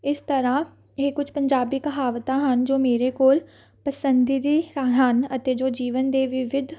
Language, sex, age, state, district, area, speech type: Punjabi, female, 18-30, Punjab, Amritsar, urban, spontaneous